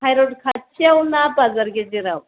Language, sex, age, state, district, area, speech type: Bodo, female, 60+, Assam, Chirang, rural, conversation